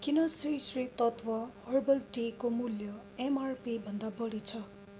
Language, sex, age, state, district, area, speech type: Nepali, female, 45-60, West Bengal, Darjeeling, rural, read